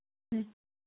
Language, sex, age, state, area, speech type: Manipuri, female, 30-45, Manipur, urban, conversation